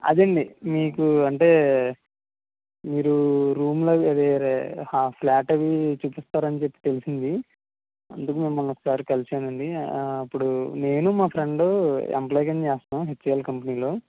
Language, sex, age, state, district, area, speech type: Telugu, male, 18-30, Andhra Pradesh, N T Rama Rao, urban, conversation